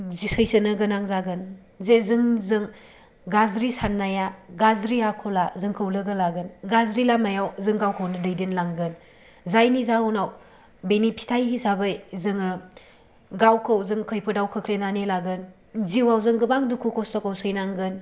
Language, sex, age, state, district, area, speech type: Bodo, female, 18-30, Assam, Kokrajhar, rural, spontaneous